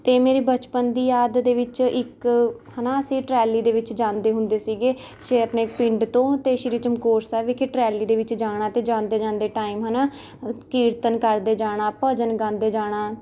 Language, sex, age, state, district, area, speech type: Punjabi, female, 18-30, Punjab, Rupnagar, rural, spontaneous